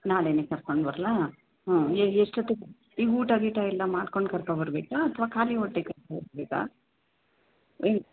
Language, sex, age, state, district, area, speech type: Kannada, female, 60+, Karnataka, Mysore, urban, conversation